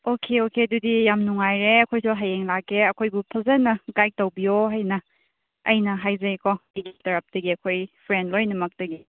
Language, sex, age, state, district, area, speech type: Manipuri, female, 18-30, Manipur, Chandel, rural, conversation